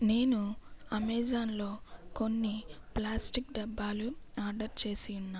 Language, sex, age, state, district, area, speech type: Telugu, female, 18-30, Andhra Pradesh, West Godavari, rural, spontaneous